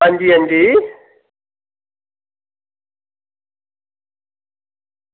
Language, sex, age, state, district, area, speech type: Dogri, male, 30-45, Jammu and Kashmir, Reasi, rural, conversation